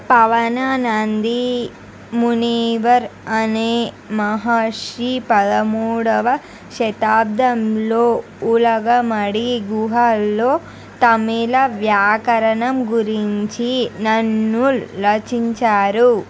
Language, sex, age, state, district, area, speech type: Telugu, female, 45-60, Andhra Pradesh, Visakhapatnam, urban, read